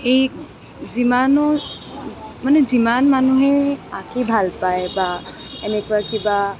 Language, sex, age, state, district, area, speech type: Assamese, female, 18-30, Assam, Kamrup Metropolitan, urban, spontaneous